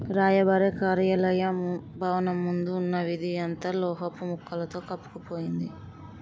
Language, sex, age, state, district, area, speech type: Telugu, female, 18-30, Telangana, Hyderabad, urban, read